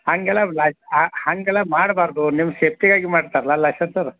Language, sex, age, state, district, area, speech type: Kannada, male, 45-60, Karnataka, Belgaum, rural, conversation